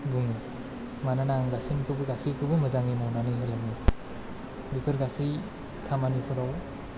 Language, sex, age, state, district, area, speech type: Bodo, male, 18-30, Assam, Chirang, urban, spontaneous